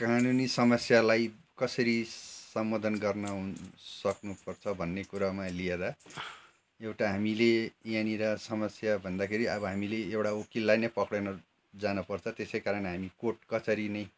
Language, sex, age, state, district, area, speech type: Nepali, male, 60+, West Bengal, Darjeeling, rural, spontaneous